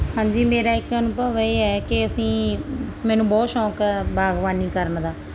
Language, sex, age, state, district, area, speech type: Punjabi, female, 30-45, Punjab, Mansa, rural, spontaneous